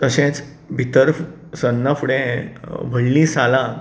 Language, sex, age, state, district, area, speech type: Goan Konkani, male, 45-60, Goa, Bardez, urban, spontaneous